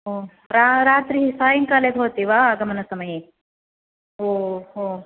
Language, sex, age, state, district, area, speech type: Sanskrit, female, 30-45, Kerala, Kasaragod, rural, conversation